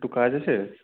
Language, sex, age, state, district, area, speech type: Bengali, male, 18-30, West Bengal, Purulia, urban, conversation